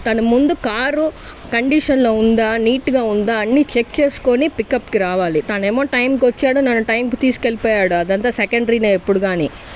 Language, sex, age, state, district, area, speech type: Telugu, female, 30-45, Andhra Pradesh, Sri Balaji, rural, spontaneous